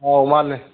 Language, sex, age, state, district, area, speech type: Manipuri, male, 30-45, Manipur, Bishnupur, rural, conversation